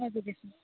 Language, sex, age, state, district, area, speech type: Assamese, female, 18-30, Assam, Dibrugarh, rural, conversation